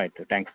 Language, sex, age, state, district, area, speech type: Kannada, male, 30-45, Karnataka, Belgaum, rural, conversation